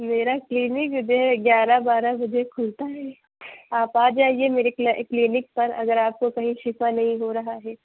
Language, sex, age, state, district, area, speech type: Urdu, female, 30-45, Uttar Pradesh, Lucknow, rural, conversation